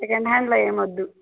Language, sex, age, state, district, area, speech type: Telugu, female, 18-30, Telangana, Yadadri Bhuvanagiri, urban, conversation